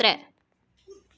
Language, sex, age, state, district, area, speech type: Dogri, female, 18-30, Jammu and Kashmir, Udhampur, rural, read